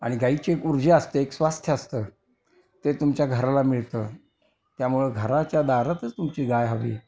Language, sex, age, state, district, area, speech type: Marathi, male, 60+, Maharashtra, Kolhapur, urban, spontaneous